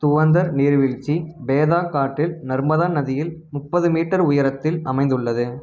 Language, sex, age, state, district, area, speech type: Tamil, male, 18-30, Tamil Nadu, Erode, rural, read